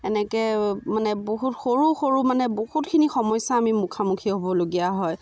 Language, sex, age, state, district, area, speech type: Assamese, female, 30-45, Assam, Biswanath, rural, spontaneous